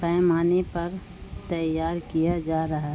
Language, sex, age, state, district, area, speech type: Urdu, female, 45-60, Bihar, Gaya, urban, spontaneous